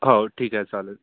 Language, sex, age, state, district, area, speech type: Marathi, male, 30-45, Maharashtra, Yavatmal, urban, conversation